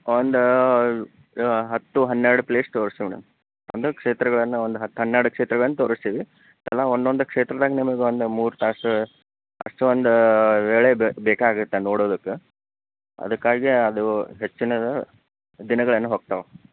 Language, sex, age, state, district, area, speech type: Kannada, male, 30-45, Karnataka, Chikkaballapur, urban, conversation